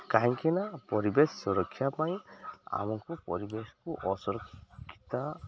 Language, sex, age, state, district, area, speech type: Odia, male, 30-45, Odisha, Subarnapur, urban, spontaneous